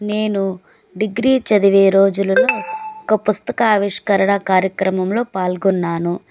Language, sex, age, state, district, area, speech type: Telugu, female, 30-45, Andhra Pradesh, Kadapa, rural, spontaneous